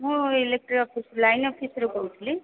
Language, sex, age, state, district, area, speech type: Odia, female, 45-60, Odisha, Sundergarh, rural, conversation